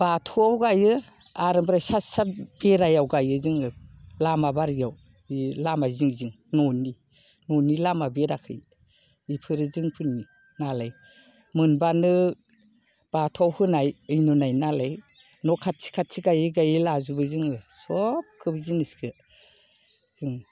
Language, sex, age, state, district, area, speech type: Bodo, female, 60+, Assam, Baksa, urban, spontaneous